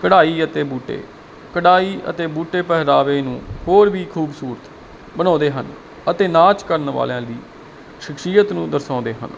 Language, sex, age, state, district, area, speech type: Punjabi, male, 45-60, Punjab, Barnala, rural, spontaneous